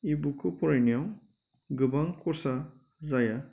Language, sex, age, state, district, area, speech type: Bodo, male, 30-45, Assam, Chirang, rural, spontaneous